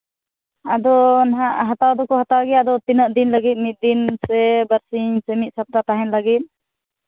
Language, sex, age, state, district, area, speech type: Santali, female, 30-45, Jharkhand, East Singhbhum, rural, conversation